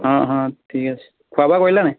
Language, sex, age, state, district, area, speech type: Assamese, male, 18-30, Assam, Jorhat, urban, conversation